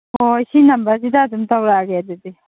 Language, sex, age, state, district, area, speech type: Manipuri, female, 45-60, Manipur, Kangpokpi, urban, conversation